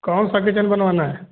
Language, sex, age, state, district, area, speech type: Hindi, male, 45-60, Uttar Pradesh, Hardoi, rural, conversation